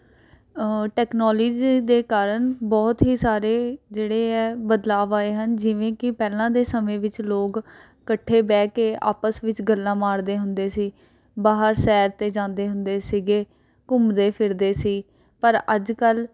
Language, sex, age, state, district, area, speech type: Punjabi, female, 18-30, Punjab, Rupnagar, urban, spontaneous